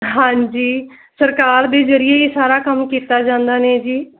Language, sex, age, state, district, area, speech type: Punjabi, female, 30-45, Punjab, Muktsar, urban, conversation